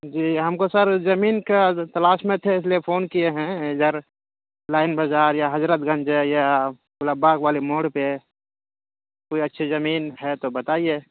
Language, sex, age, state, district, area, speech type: Urdu, male, 30-45, Bihar, Purnia, rural, conversation